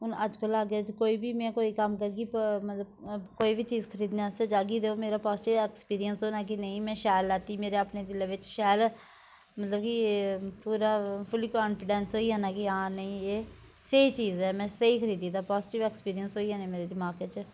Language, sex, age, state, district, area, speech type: Dogri, female, 18-30, Jammu and Kashmir, Udhampur, rural, spontaneous